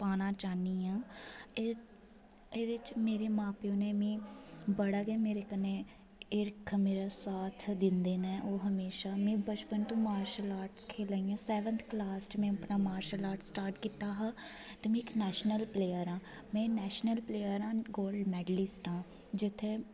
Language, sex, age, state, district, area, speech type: Dogri, female, 18-30, Jammu and Kashmir, Jammu, rural, spontaneous